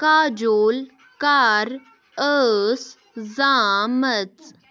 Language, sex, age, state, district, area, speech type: Kashmiri, female, 18-30, Jammu and Kashmir, Kupwara, rural, read